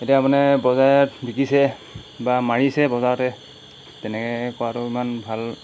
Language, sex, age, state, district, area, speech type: Assamese, male, 45-60, Assam, Golaghat, rural, spontaneous